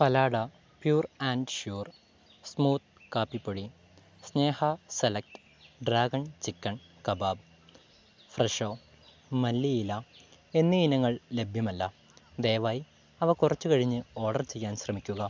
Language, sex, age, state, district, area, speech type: Malayalam, male, 18-30, Kerala, Wayanad, rural, read